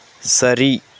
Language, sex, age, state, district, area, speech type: Tamil, male, 18-30, Tamil Nadu, Tenkasi, rural, read